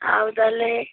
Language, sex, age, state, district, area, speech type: Odia, female, 18-30, Odisha, Bhadrak, rural, conversation